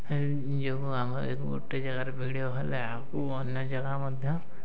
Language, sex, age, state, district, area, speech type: Odia, male, 18-30, Odisha, Mayurbhanj, rural, spontaneous